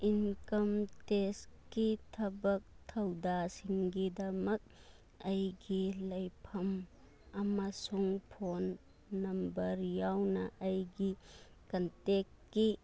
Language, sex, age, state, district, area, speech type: Manipuri, female, 30-45, Manipur, Churachandpur, rural, read